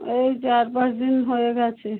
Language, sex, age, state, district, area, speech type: Bengali, female, 30-45, West Bengal, Kolkata, urban, conversation